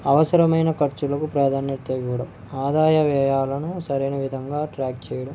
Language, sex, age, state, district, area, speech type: Telugu, male, 18-30, Andhra Pradesh, Nellore, rural, spontaneous